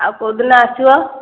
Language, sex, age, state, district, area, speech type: Odia, female, 30-45, Odisha, Khordha, rural, conversation